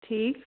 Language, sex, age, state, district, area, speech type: Kashmiri, male, 18-30, Jammu and Kashmir, Srinagar, urban, conversation